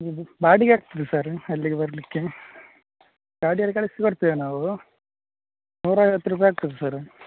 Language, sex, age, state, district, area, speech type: Kannada, male, 18-30, Karnataka, Udupi, rural, conversation